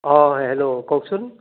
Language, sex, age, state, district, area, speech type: Assamese, male, 60+, Assam, Charaideo, urban, conversation